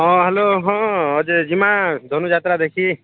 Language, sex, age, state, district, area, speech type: Odia, male, 45-60, Odisha, Nuapada, urban, conversation